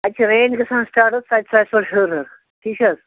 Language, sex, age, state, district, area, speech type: Kashmiri, male, 30-45, Jammu and Kashmir, Bandipora, rural, conversation